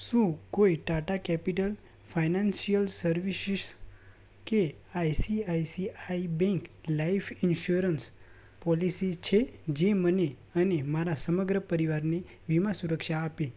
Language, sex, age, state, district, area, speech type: Gujarati, male, 18-30, Gujarat, Anand, rural, read